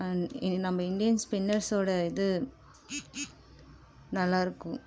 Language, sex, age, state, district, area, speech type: Tamil, female, 45-60, Tamil Nadu, Ariyalur, rural, spontaneous